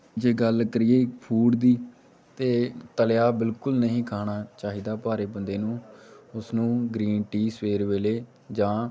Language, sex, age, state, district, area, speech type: Punjabi, male, 18-30, Punjab, Amritsar, rural, spontaneous